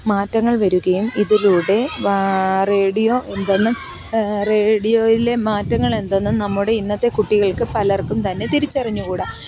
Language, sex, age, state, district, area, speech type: Malayalam, female, 30-45, Kerala, Kollam, rural, spontaneous